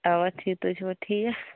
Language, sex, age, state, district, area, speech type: Kashmiri, female, 18-30, Jammu and Kashmir, Kulgam, rural, conversation